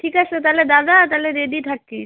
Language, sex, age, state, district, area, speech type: Bengali, female, 18-30, West Bengal, Alipurduar, rural, conversation